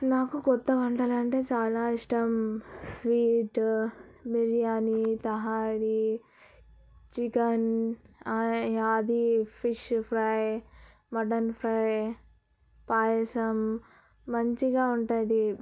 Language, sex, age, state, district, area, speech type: Telugu, female, 18-30, Telangana, Vikarabad, urban, spontaneous